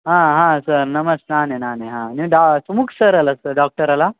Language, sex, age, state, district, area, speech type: Kannada, male, 18-30, Karnataka, Shimoga, rural, conversation